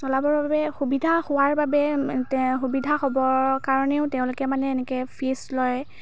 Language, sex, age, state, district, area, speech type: Assamese, female, 30-45, Assam, Charaideo, urban, spontaneous